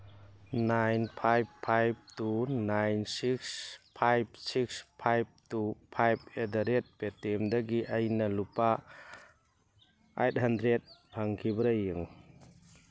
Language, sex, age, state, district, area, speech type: Manipuri, male, 60+, Manipur, Churachandpur, urban, read